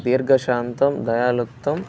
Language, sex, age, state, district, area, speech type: Telugu, male, 18-30, Andhra Pradesh, Bapatla, rural, spontaneous